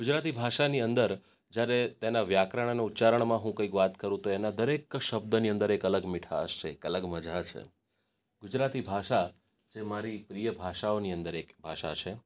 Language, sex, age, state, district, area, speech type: Gujarati, male, 30-45, Gujarat, Surat, urban, spontaneous